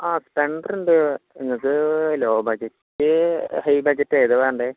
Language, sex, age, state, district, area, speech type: Malayalam, male, 18-30, Kerala, Malappuram, rural, conversation